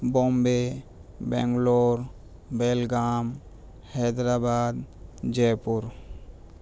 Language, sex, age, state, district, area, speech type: Urdu, male, 30-45, Delhi, New Delhi, urban, spontaneous